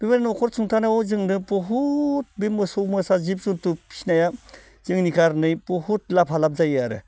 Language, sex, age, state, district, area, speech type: Bodo, male, 45-60, Assam, Baksa, urban, spontaneous